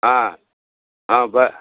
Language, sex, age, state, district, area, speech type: Kannada, male, 60+, Karnataka, Bidar, rural, conversation